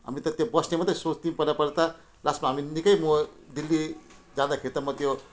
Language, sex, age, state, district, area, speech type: Nepali, female, 60+, West Bengal, Jalpaiguri, rural, spontaneous